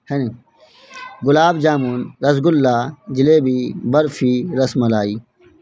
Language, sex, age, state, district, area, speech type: Urdu, male, 18-30, Bihar, Purnia, rural, spontaneous